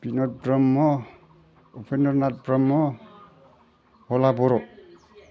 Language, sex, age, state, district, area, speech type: Bodo, male, 60+, Assam, Udalguri, rural, spontaneous